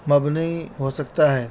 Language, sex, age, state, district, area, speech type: Urdu, male, 30-45, Delhi, North East Delhi, urban, spontaneous